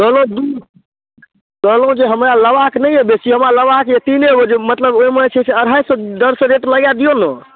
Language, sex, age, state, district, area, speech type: Maithili, male, 18-30, Bihar, Darbhanga, rural, conversation